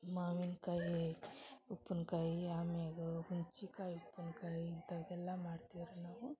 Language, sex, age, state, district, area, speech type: Kannada, female, 30-45, Karnataka, Dharwad, rural, spontaneous